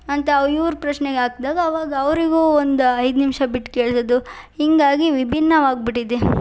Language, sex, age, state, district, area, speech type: Kannada, female, 18-30, Karnataka, Chitradurga, rural, spontaneous